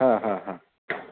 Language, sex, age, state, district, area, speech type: Marathi, male, 30-45, Maharashtra, Jalna, rural, conversation